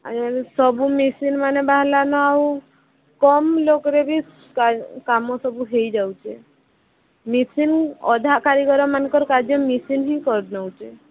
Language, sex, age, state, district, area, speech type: Odia, female, 30-45, Odisha, Subarnapur, urban, conversation